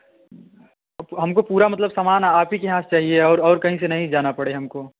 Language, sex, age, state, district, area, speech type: Hindi, male, 18-30, Uttar Pradesh, Prayagraj, urban, conversation